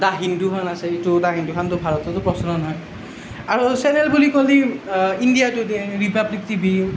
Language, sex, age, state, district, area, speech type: Assamese, male, 18-30, Assam, Nalbari, rural, spontaneous